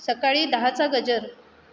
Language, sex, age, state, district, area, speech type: Marathi, female, 30-45, Maharashtra, Mumbai Suburban, urban, read